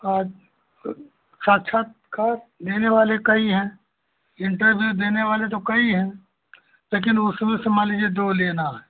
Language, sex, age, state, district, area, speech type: Hindi, male, 60+, Uttar Pradesh, Azamgarh, urban, conversation